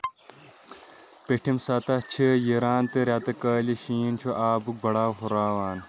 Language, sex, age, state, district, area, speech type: Kashmiri, male, 18-30, Jammu and Kashmir, Kulgam, rural, read